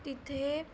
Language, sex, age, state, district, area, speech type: Marathi, female, 18-30, Maharashtra, Sindhudurg, rural, spontaneous